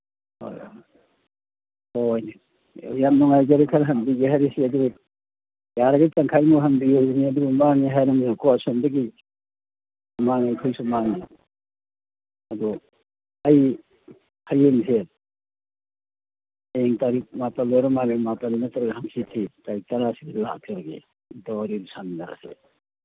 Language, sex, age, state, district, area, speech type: Manipuri, male, 60+, Manipur, Churachandpur, urban, conversation